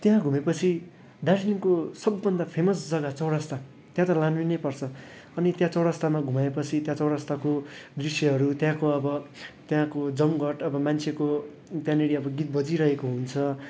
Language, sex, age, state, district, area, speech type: Nepali, male, 18-30, West Bengal, Darjeeling, rural, spontaneous